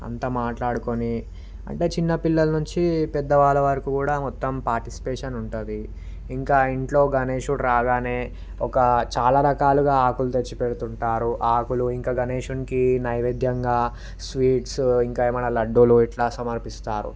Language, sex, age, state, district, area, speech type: Telugu, male, 18-30, Telangana, Vikarabad, urban, spontaneous